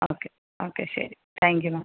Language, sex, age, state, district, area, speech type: Malayalam, female, 18-30, Kerala, Kottayam, rural, conversation